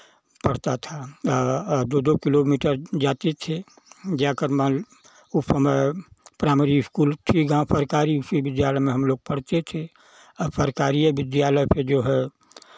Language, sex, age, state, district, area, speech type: Hindi, male, 60+, Uttar Pradesh, Chandauli, rural, spontaneous